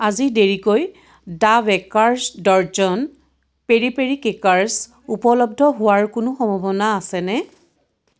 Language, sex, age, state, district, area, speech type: Assamese, female, 45-60, Assam, Biswanath, rural, read